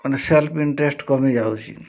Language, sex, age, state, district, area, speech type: Odia, male, 60+, Odisha, Mayurbhanj, rural, spontaneous